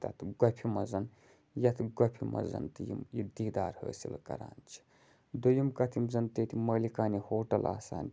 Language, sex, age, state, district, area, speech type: Kashmiri, male, 18-30, Jammu and Kashmir, Budgam, rural, spontaneous